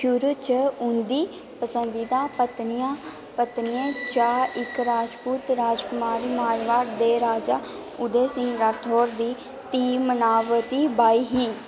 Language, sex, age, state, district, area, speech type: Dogri, female, 18-30, Jammu and Kashmir, Kathua, rural, read